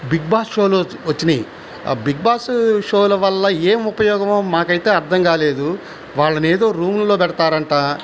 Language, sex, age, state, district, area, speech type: Telugu, male, 60+, Andhra Pradesh, Bapatla, urban, spontaneous